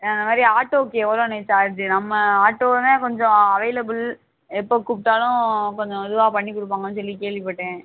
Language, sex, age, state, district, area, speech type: Tamil, female, 18-30, Tamil Nadu, Sivaganga, rural, conversation